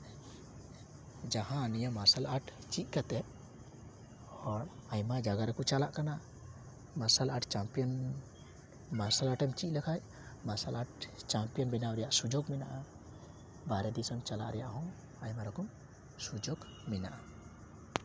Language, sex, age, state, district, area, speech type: Santali, male, 18-30, West Bengal, Uttar Dinajpur, rural, spontaneous